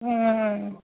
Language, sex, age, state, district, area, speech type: Assamese, female, 30-45, Assam, Dibrugarh, rural, conversation